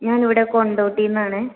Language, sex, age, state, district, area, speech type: Malayalam, female, 18-30, Kerala, Malappuram, rural, conversation